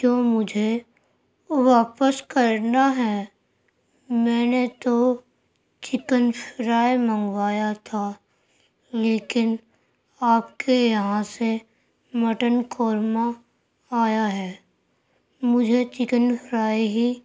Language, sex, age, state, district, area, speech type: Urdu, female, 45-60, Delhi, Central Delhi, urban, spontaneous